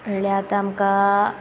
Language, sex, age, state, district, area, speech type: Goan Konkani, female, 18-30, Goa, Quepem, rural, spontaneous